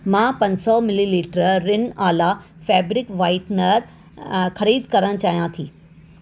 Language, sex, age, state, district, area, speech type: Sindhi, female, 45-60, Maharashtra, Mumbai Suburban, urban, read